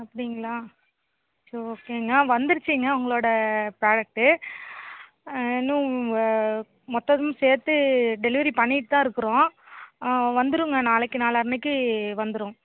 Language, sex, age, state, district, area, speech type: Tamil, female, 45-60, Tamil Nadu, Thoothukudi, urban, conversation